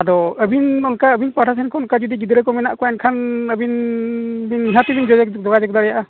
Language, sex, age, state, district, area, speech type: Santali, male, 45-60, Odisha, Mayurbhanj, rural, conversation